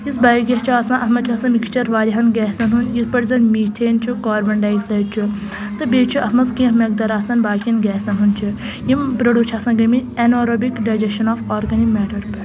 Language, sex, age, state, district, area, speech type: Kashmiri, female, 18-30, Jammu and Kashmir, Kulgam, rural, spontaneous